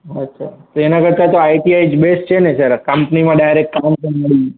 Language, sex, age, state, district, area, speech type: Gujarati, male, 30-45, Gujarat, Morbi, rural, conversation